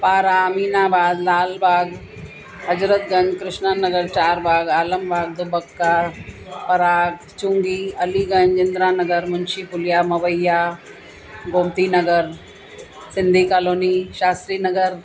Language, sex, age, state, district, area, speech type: Sindhi, female, 45-60, Uttar Pradesh, Lucknow, rural, spontaneous